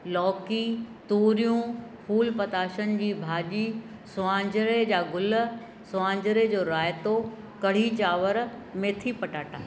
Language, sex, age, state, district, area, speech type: Sindhi, female, 60+, Uttar Pradesh, Lucknow, rural, spontaneous